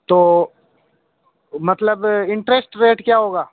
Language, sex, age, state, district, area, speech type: Hindi, male, 18-30, Rajasthan, Nagaur, rural, conversation